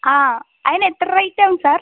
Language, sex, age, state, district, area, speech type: Malayalam, female, 18-30, Kerala, Wayanad, rural, conversation